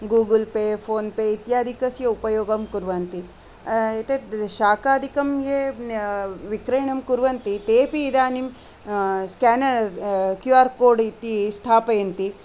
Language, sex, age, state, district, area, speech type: Sanskrit, female, 45-60, Karnataka, Shimoga, urban, spontaneous